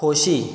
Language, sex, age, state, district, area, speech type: Goan Konkani, male, 18-30, Goa, Bardez, urban, read